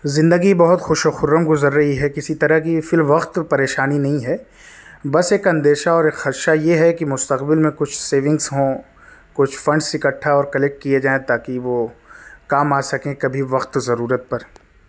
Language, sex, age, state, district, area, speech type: Urdu, male, 30-45, Delhi, South Delhi, urban, spontaneous